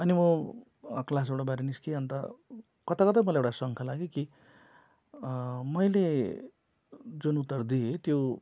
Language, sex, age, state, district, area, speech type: Nepali, male, 45-60, West Bengal, Darjeeling, rural, spontaneous